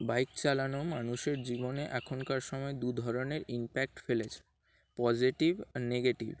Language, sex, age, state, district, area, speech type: Bengali, male, 18-30, West Bengal, Dakshin Dinajpur, urban, spontaneous